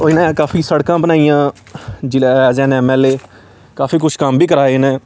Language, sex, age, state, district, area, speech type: Dogri, male, 18-30, Jammu and Kashmir, Samba, rural, spontaneous